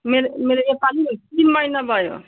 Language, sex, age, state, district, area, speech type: Nepali, female, 45-60, West Bengal, Jalpaiguri, rural, conversation